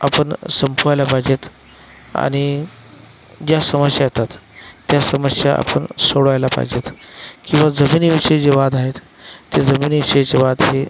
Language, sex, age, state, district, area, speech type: Marathi, male, 45-60, Maharashtra, Akola, rural, spontaneous